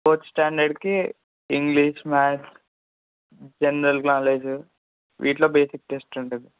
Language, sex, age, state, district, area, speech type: Telugu, male, 18-30, Andhra Pradesh, Kurnool, urban, conversation